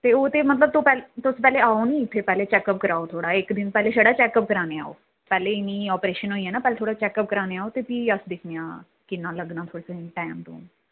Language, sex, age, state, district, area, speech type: Dogri, female, 30-45, Jammu and Kashmir, Udhampur, urban, conversation